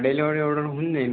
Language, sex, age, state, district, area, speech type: Marathi, male, 18-30, Maharashtra, Akola, rural, conversation